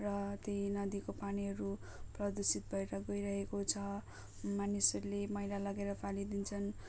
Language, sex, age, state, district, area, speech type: Nepali, female, 18-30, West Bengal, Darjeeling, rural, spontaneous